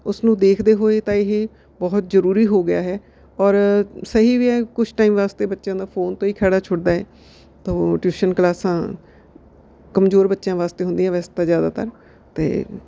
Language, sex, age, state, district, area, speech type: Punjabi, female, 45-60, Punjab, Bathinda, urban, spontaneous